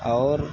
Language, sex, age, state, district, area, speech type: Hindi, male, 30-45, Uttar Pradesh, Lucknow, rural, spontaneous